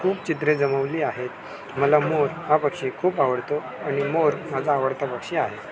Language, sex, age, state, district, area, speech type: Marathi, male, 18-30, Maharashtra, Sindhudurg, rural, spontaneous